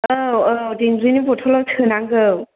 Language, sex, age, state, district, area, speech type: Bodo, female, 45-60, Assam, Chirang, rural, conversation